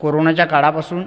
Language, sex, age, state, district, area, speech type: Marathi, male, 30-45, Maharashtra, Buldhana, urban, spontaneous